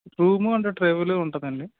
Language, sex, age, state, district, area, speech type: Telugu, male, 18-30, Andhra Pradesh, Anakapalli, rural, conversation